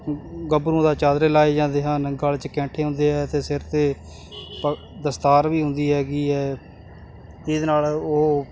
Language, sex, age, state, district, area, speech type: Punjabi, male, 18-30, Punjab, Kapurthala, rural, spontaneous